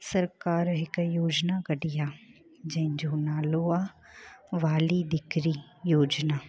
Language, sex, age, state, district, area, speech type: Sindhi, female, 30-45, Gujarat, Junagadh, urban, spontaneous